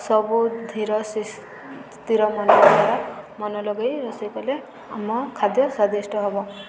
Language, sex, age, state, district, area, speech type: Odia, female, 18-30, Odisha, Subarnapur, urban, spontaneous